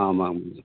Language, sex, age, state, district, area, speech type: Tamil, male, 60+, Tamil Nadu, Tenkasi, rural, conversation